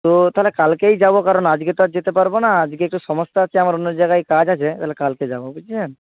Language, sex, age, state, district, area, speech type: Bengali, male, 60+, West Bengal, Purba Medinipur, rural, conversation